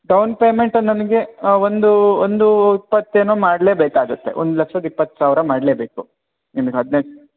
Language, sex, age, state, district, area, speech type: Kannada, male, 30-45, Karnataka, Bangalore Rural, rural, conversation